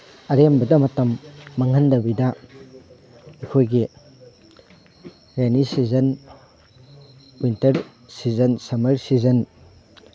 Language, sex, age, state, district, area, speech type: Manipuri, male, 30-45, Manipur, Thoubal, rural, spontaneous